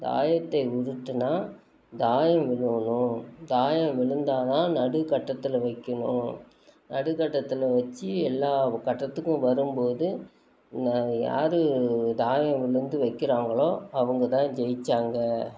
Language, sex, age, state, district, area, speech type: Tamil, female, 45-60, Tamil Nadu, Nagapattinam, rural, spontaneous